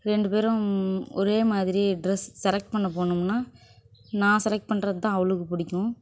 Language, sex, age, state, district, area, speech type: Tamil, female, 18-30, Tamil Nadu, Kallakurichi, urban, spontaneous